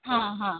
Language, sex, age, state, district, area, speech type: Hindi, female, 30-45, Bihar, Begusarai, rural, conversation